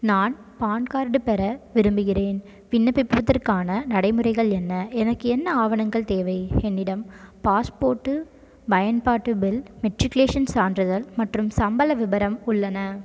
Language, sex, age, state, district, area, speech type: Tamil, female, 18-30, Tamil Nadu, Tiruchirappalli, rural, read